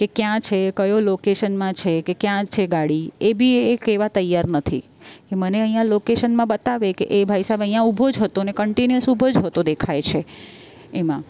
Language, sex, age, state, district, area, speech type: Gujarati, female, 30-45, Gujarat, Valsad, urban, spontaneous